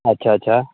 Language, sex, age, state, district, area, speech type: Dogri, male, 30-45, Jammu and Kashmir, Udhampur, rural, conversation